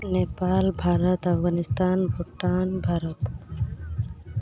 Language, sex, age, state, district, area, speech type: Santali, female, 18-30, West Bengal, Paschim Bardhaman, rural, spontaneous